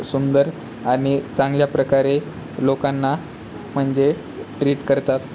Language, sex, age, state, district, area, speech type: Marathi, male, 18-30, Maharashtra, Nanded, urban, spontaneous